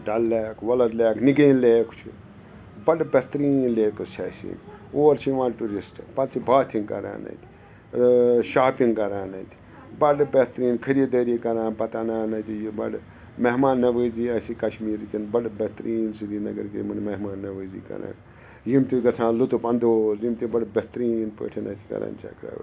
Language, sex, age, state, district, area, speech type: Kashmiri, male, 60+, Jammu and Kashmir, Srinagar, urban, spontaneous